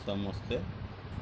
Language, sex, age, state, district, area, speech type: Odia, male, 60+, Odisha, Sundergarh, urban, spontaneous